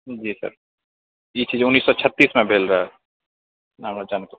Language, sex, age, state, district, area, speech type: Maithili, male, 60+, Bihar, Purnia, rural, conversation